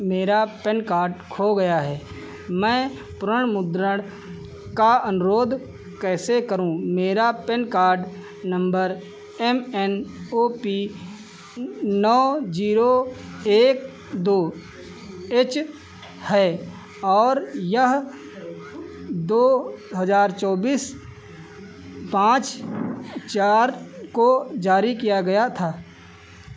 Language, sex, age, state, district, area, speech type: Hindi, male, 45-60, Uttar Pradesh, Lucknow, rural, read